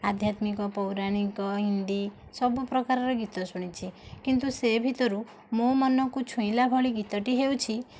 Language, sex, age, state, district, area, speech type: Odia, female, 30-45, Odisha, Nayagarh, rural, spontaneous